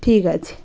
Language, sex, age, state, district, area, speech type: Bengali, female, 30-45, West Bengal, Birbhum, urban, spontaneous